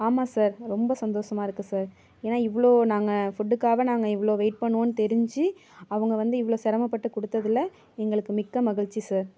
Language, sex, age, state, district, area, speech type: Tamil, female, 30-45, Tamil Nadu, Tiruvarur, rural, spontaneous